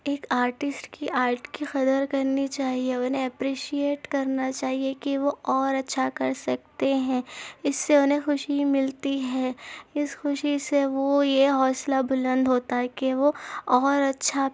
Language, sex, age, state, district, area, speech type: Urdu, female, 18-30, Telangana, Hyderabad, urban, spontaneous